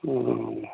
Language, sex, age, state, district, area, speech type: Hindi, male, 60+, Bihar, Madhepura, rural, conversation